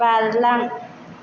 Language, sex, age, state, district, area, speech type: Bodo, female, 30-45, Assam, Chirang, rural, read